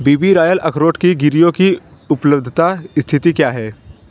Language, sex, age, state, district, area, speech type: Hindi, male, 30-45, Uttar Pradesh, Bhadohi, rural, read